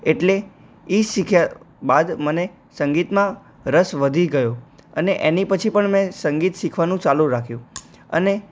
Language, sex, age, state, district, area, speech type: Gujarati, male, 18-30, Gujarat, Anand, urban, spontaneous